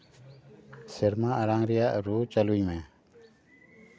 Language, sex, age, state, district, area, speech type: Santali, male, 60+, West Bengal, Paschim Bardhaman, urban, read